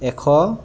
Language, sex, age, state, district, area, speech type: Assamese, male, 18-30, Assam, Dhemaji, rural, spontaneous